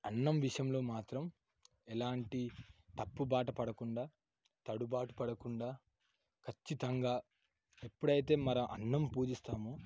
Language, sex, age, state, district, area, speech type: Telugu, male, 18-30, Telangana, Yadadri Bhuvanagiri, urban, spontaneous